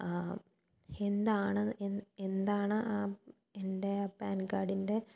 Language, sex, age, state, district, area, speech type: Malayalam, female, 18-30, Kerala, Thiruvananthapuram, rural, spontaneous